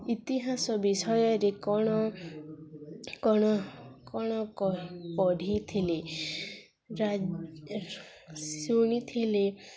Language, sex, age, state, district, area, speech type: Odia, female, 18-30, Odisha, Nuapada, urban, spontaneous